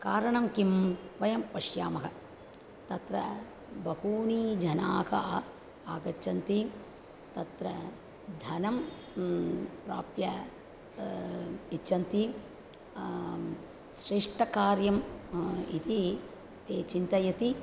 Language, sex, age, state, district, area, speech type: Sanskrit, female, 60+, Tamil Nadu, Chennai, urban, spontaneous